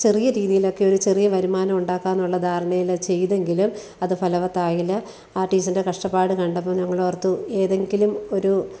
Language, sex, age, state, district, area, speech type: Malayalam, female, 45-60, Kerala, Alappuzha, rural, spontaneous